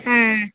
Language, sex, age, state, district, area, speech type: Santali, female, 18-30, West Bengal, Purba Bardhaman, rural, conversation